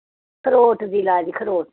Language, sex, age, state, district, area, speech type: Dogri, female, 60+, Jammu and Kashmir, Samba, urban, conversation